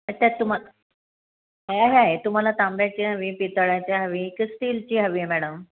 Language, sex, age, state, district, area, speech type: Marathi, female, 60+, Maharashtra, Nashik, urban, conversation